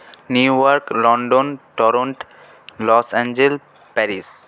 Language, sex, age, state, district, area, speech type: Bengali, male, 18-30, West Bengal, Paschim Bardhaman, rural, spontaneous